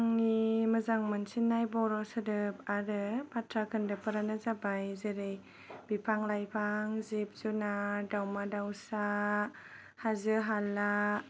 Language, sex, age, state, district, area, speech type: Bodo, female, 18-30, Assam, Kokrajhar, rural, spontaneous